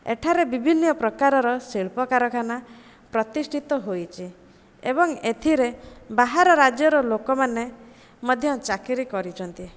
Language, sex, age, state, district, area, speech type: Odia, female, 30-45, Odisha, Jajpur, rural, spontaneous